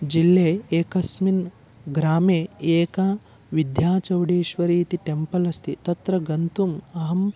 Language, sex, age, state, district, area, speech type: Sanskrit, male, 18-30, Karnataka, Vijayanagara, rural, spontaneous